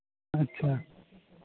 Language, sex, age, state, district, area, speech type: Hindi, male, 30-45, Bihar, Vaishali, urban, conversation